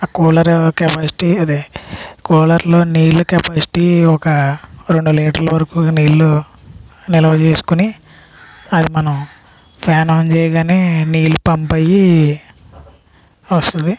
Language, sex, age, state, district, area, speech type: Telugu, male, 60+, Andhra Pradesh, East Godavari, rural, spontaneous